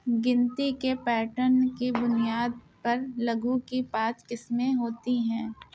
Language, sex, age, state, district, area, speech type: Urdu, female, 30-45, Uttar Pradesh, Lucknow, urban, read